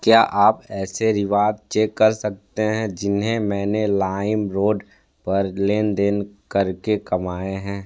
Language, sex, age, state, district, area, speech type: Hindi, male, 18-30, Uttar Pradesh, Sonbhadra, rural, read